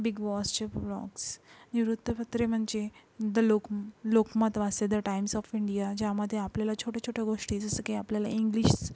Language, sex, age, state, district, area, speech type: Marathi, female, 18-30, Maharashtra, Yavatmal, urban, spontaneous